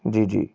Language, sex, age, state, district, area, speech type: Punjabi, male, 30-45, Punjab, Tarn Taran, urban, spontaneous